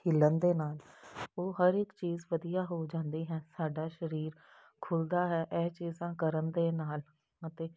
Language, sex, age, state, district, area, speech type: Punjabi, female, 30-45, Punjab, Jalandhar, urban, spontaneous